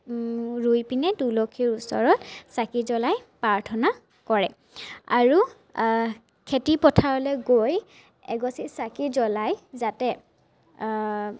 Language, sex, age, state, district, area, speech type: Assamese, female, 18-30, Assam, Charaideo, urban, spontaneous